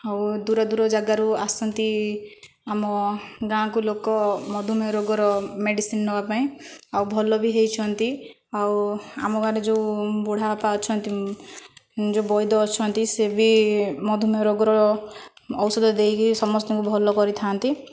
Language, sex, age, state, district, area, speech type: Odia, female, 30-45, Odisha, Kandhamal, rural, spontaneous